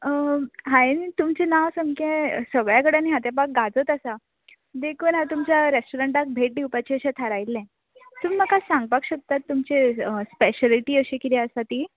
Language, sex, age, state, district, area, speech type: Goan Konkani, female, 18-30, Goa, Canacona, rural, conversation